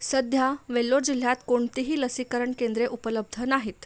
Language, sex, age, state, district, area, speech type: Marathi, female, 30-45, Maharashtra, Amravati, urban, read